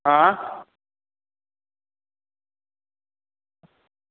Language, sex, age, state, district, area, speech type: Dogri, male, 30-45, Jammu and Kashmir, Kathua, rural, conversation